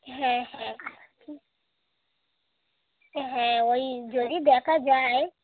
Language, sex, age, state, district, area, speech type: Bengali, female, 30-45, West Bengal, Dakshin Dinajpur, urban, conversation